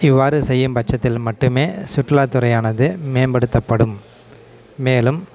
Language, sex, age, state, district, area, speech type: Tamil, male, 30-45, Tamil Nadu, Salem, rural, spontaneous